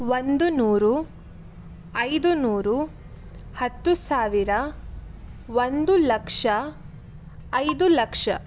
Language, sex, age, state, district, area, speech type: Kannada, female, 18-30, Karnataka, Tumkur, urban, spontaneous